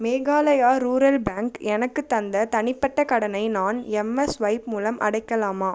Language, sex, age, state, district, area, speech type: Tamil, female, 18-30, Tamil Nadu, Cuddalore, urban, read